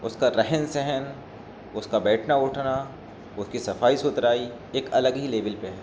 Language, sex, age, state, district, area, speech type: Urdu, male, 18-30, Uttar Pradesh, Shahjahanpur, urban, spontaneous